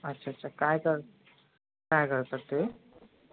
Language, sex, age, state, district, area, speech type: Marathi, male, 30-45, Maharashtra, Nagpur, urban, conversation